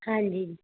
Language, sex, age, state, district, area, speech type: Punjabi, female, 18-30, Punjab, Muktsar, urban, conversation